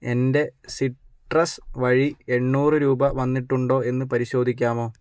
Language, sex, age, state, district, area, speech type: Malayalam, male, 30-45, Kerala, Kozhikode, urban, read